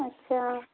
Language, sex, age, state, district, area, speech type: Hindi, female, 30-45, Uttar Pradesh, Jaunpur, rural, conversation